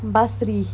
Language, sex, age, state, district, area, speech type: Kashmiri, female, 18-30, Jammu and Kashmir, Kulgam, rural, read